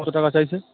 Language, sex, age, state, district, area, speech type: Bengali, male, 30-45, West Bengal, Birbhum, urban, conversation